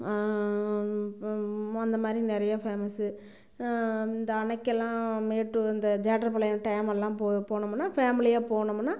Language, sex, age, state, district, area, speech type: Tamil, female, 45-60, Tamil Nadu, Namakkal, rural, spontaneous